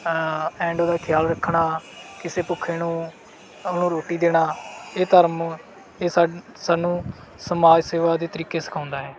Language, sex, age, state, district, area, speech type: Punjabi, male, 18-30, Punjab, Bathinda, rural, spontaneous